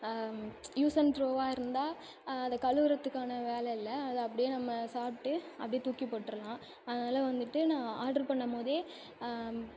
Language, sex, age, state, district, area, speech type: Tamil, female, 18-30, Tamil Nadu, Thanjavur, urban, spontaneous